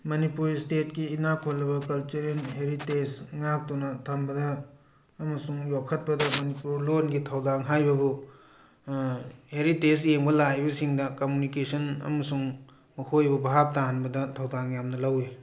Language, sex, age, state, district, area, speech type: Manipuri, male, 45-60, Manipur, Tengnoupal, urban, spontaneous